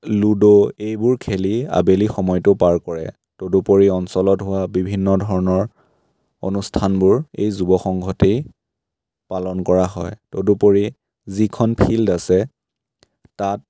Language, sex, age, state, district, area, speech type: Assamese, male, 18-30, Assam, Biswanath, rural, spontaneous